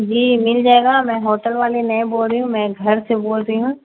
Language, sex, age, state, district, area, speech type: Urdu, female, 30-45, Bihar, Gaya, rural, conversation